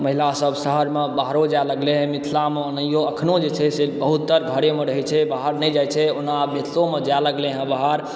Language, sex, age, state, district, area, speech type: Maithili, male, 30-45, Bihar, Supaul, rural, spontaneous